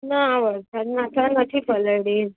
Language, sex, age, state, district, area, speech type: Gujarati, female, 18-30, Gujarat, Valsad, rural, conversation